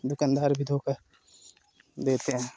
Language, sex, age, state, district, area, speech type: Hindi, male, 30-45, Uttar Pradesh, Jaunpur, rural, spontaneous